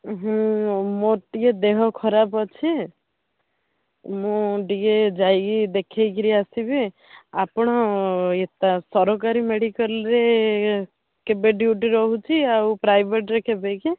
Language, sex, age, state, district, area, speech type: Odia, female, 60+, Odisha, Ganjam, urban, conversation